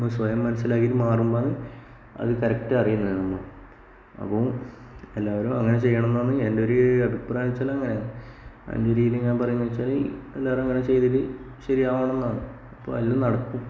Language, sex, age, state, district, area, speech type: Malayalam, male, 18-30, Kerala, Kasaragod, rural, spontaneous